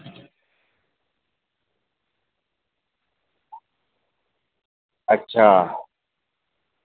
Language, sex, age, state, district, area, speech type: Dogri, male, 30-45, Jammu and Kashmir, Reasi, rural, conversation